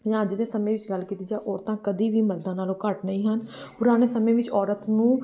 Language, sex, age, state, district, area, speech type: Punjabi, female, 30-45, Punjab, Amritsar, urban, spontaneous